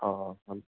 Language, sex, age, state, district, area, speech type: Gujarati, male, 18-30, Gujarat, Junagadh, urban, conversation